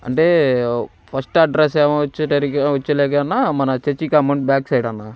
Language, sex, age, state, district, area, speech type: Telugu, male, 18-30, Andhra Pradesh, Bapatla, rural, spontaneous